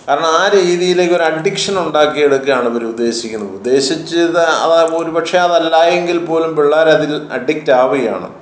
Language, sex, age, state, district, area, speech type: Malayalam, male, 60+, Kerala, Kottayam, rural, spontaneous